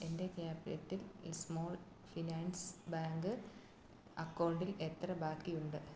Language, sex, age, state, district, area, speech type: Malayalam, female, 45-60, Kerala, Alappuzha, rural, read